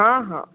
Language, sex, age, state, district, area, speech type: Sindhi, female, 30-45, Delhi, South Delhi, urban, conversation